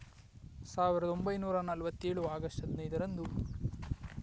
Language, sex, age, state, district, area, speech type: Kannada, male, 18-30, Karnataka, Tumkur, rural, spontaneous